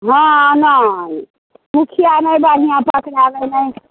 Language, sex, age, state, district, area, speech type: Maithili, female, 60+, Bihar, Muzaffarpur, urban, conversation